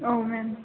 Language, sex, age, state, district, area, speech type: Bodo, female, 18-30, Assam, Kokrajhar, rural, conversation